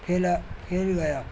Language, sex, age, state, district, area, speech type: Urdu, male, 45-60, Delhi, New Delhi, urban, spontaneous